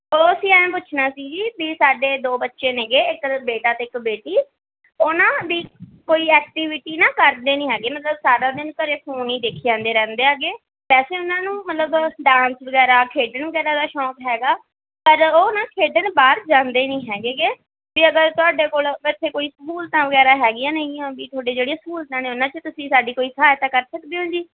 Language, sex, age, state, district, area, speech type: Punjabi, female, 18-30, Punjab, Barnala, rural, conversation